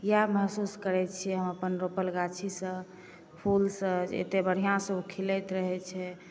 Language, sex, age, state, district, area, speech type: Maithili, female, 18-30, Bihar, Supaul, rural, spontaneous